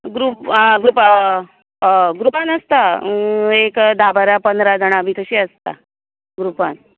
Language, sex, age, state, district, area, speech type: Goan Konkani, female, 30-45, Goa, Tiswadi, rural, conversation